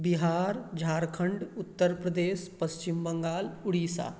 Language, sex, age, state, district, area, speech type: Maithili, male, 30-45, Bihar, Madhubani, rural, spontaneous